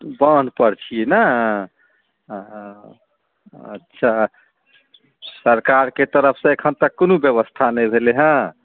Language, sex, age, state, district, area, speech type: Maithili, male, 45-60, Bihar, Saharsa, urban, conversation